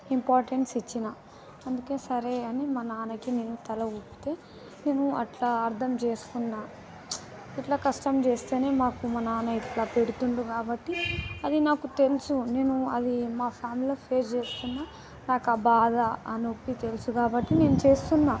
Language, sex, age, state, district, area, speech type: Telugu, female, 30-45, Telangana, Vikarabad, rural, spontaneous